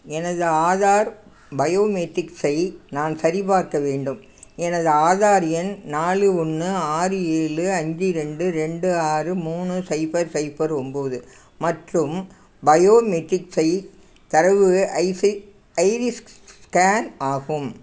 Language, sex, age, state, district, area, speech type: Tamil, female, 60+, Tamil Nadu, Thanjavur, urban, read